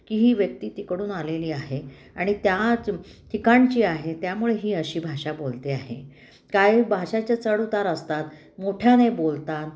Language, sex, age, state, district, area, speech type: Marathi, female, 60+, Maharashtra, Nashik, urban, spontaneous